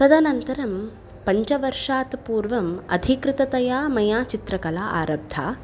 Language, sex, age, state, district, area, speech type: Sanskrit, female, 18-30, Karnataka, Udupi, urban, spontaneous